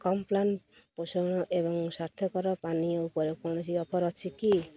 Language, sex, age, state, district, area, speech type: Odia, female, 45-60, Odisha, Malkangiri, urban, read